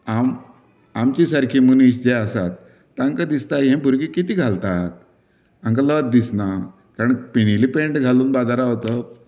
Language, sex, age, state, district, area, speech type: Goan Konkani, male, 60+, Goa, Canacona, rural, spontaneous